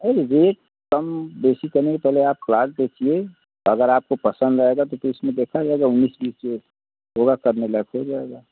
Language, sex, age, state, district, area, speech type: Hindi, male, 60+, Uttar Pradesh, Ayodhya, rural, conversation